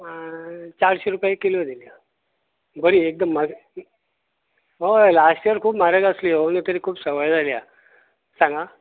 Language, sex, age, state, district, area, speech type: Goan Konkani, male, 45-60, Goa, Bardez, rural, conversation